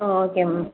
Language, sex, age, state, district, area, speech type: Tamil, female, 18-30, Tamil Nadu, Sivaganga, rural, conversation